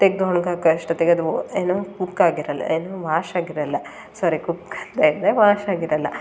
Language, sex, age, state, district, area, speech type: Kannada, female, 30-45, Karnataka, Hassan, urban, spontaneous